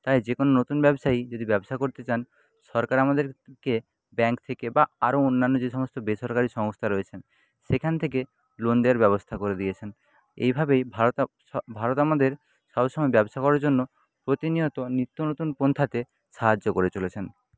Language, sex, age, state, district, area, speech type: Bengali, male, 30-45, West Bengal, Paschim Medinipur, rural, spontaneous